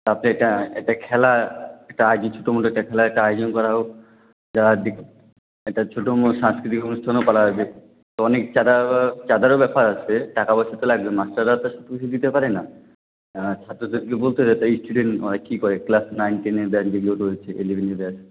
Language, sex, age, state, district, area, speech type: Bengali, male, 18-30, West Bengal, Jalpaiguri, rural, conversation